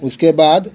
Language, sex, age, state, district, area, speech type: Hindi, male, 60+, Bihar, Darbhanga, rural, spontaneous